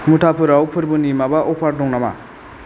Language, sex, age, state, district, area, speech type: Bodo, male, 30-45, Assam, Kokrajhar, rural, read